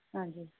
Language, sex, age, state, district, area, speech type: Punjabi, female, 30-45, Punjab, Pathankot, rural, conversation